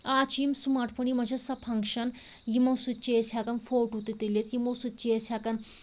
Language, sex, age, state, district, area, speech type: Kashmiri, female, 45-60, Jammu and Kashmir, Anantnag, rural, spontaneous